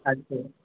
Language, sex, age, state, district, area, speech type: Urdu, male, 18-30, Bihar, Darbhanga, urban, conversation